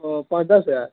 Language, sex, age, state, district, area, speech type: Urdu, male, 18-30, Bihar, Saharsa, rural, conversation